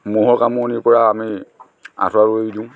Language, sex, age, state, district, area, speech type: Assamese, male, 45-60, Assam, Dhemaji, rural, spontaneous